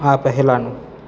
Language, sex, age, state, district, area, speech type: Gujarati, male, 30-45, Gujarat, Surat, rural, read